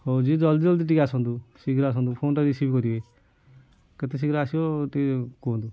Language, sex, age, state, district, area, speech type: Odia, male, 30-45, Odisha, Kendujhar, urban, spontaneous